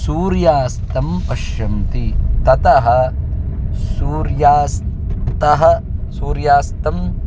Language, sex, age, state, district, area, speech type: Sanskrit, male, 30-45, Kerala, Kasaragod, rural, spontaneous